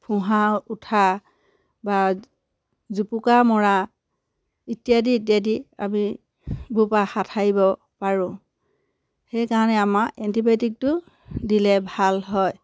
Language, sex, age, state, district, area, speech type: Assamese, female, 30-45, Assam, Sivasagar, rural, spontaneous